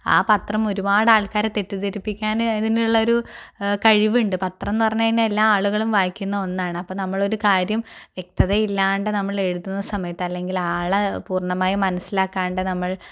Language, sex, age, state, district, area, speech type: Malayalam, female, 18-30, Kerala, Malappuram, rural, spontaneous